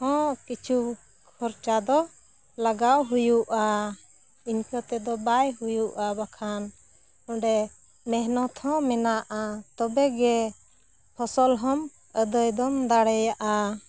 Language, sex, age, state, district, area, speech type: Santali, female, 45-60, Jharkhand, Seraikela Kharsawan, rural, spontaneous